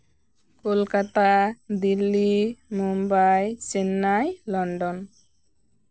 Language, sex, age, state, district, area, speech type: Santali, female, 18-30, West Bengal, Birbhum, rural, spontaneous